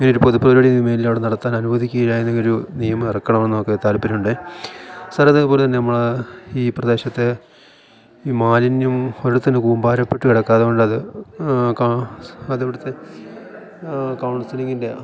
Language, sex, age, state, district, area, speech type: Malayalam, male, 30-45, Kerala, Idukki, rural, spontaneous